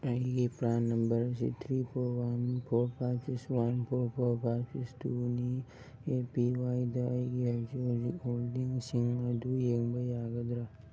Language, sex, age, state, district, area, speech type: Manipuri, male, 18-30, Manipur, Churachandpur, rural, read